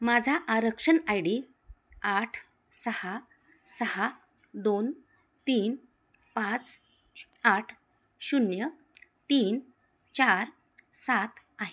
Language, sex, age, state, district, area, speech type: Marathi, female, 60+, Maharashtra, Osmanabad, rural, read